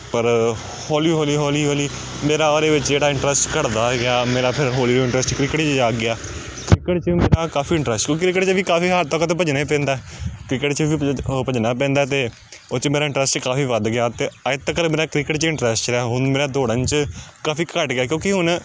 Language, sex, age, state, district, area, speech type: Punjabi, male, 30-45, Punjab, Amritsar, urban, spontaneous